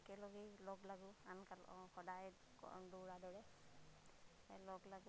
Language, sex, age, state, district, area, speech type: Assamese, female, 30-45, Assam, Lakhimpur, rural, spontaneous